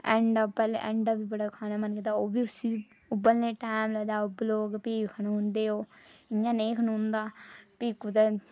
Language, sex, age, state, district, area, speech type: Dogri, female, 30-45, Jammu and Kashmir, Reasi, rural, spontaneous